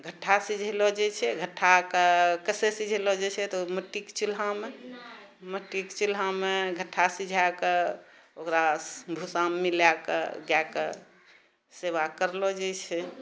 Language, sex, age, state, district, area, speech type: Maithili, female, 45-60, Bihar, Purnia, rural, spontaneous